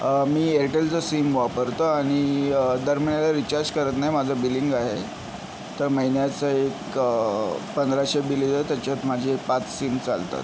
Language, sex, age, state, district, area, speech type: Marathi, male, 30-45, Maharashtra, Yavatmal, urban, spontaneous